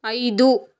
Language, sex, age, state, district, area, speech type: Kannada, female, 60+, Karnataka, Chitradurga, rural, read